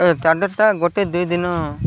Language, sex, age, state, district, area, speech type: Odia, male, 30-45, Odisha, Koraput, urban, spontaneous